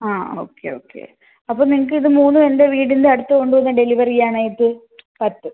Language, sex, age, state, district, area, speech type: Malayalam, female, 18-30, Kerala, Thiruvananthapuram, urban, conversation